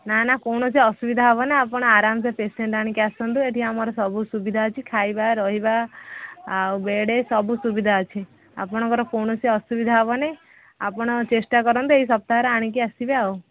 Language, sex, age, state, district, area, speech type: Odia, female, 30-45, Odisha, Sambalpur, rural, conversation